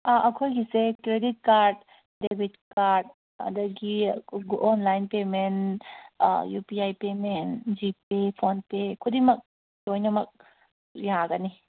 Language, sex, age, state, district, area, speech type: Manipuri, female, 30-45, Manipur, Kangpokpi, urban, conversation